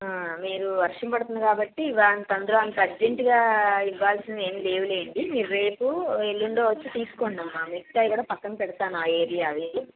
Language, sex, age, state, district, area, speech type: Telugu, female, 30-45, Andhra Pradesh, N T Rama Rao, urban, conversation